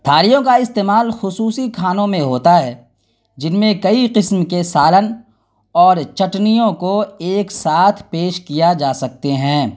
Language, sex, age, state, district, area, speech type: Urdu, male, 30-45, Bihar, Darbhanga, urban, spontaneous